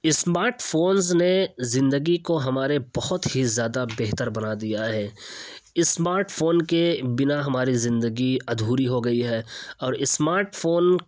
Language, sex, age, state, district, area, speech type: Urdu, male, 18-30, Uttar Pradesh, Ghaziabad, urban, spontaneous